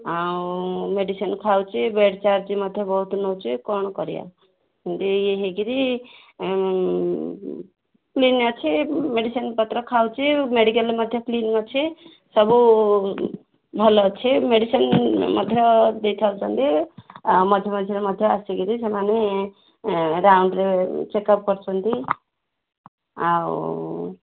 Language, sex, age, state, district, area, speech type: Odia, female, 30-45, Odisha, Ganjam, urban, conversation